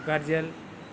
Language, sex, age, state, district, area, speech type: Telugu, male, 60+, Telangana, Hyderabad, urban, spontaneous